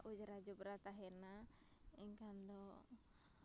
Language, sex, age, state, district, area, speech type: Santali, female, 30-45, Jharkhand, Seraikela Kharsawan, rural, spontaneous